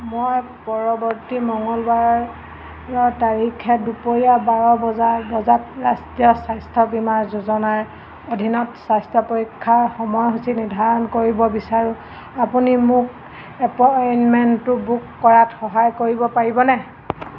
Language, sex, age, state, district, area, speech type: Assamese, female, 45-60, Assam, Golaghat, urban, read